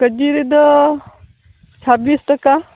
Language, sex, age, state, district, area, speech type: Santali, female, 45-60, West Bengal, Purba Bardhaman, rural, conversation